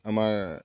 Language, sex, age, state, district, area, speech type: Assamese, male, 18-30, Assam, Dhemaji, rural, spontaneous